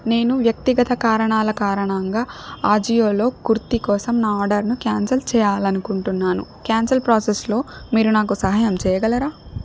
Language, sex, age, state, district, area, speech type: Telugu, female, 18-30, Telangana, Siddipet, rural, read